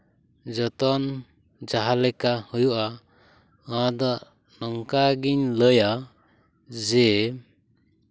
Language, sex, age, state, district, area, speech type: Santali, male, 18-30, West Bengal, Purba Bardhaman, rural, spontaneous